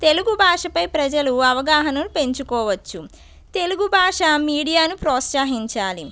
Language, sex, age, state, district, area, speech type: Telugu, female, 45-60, Andhra Pradesh, Konaseema, urban, spontaneous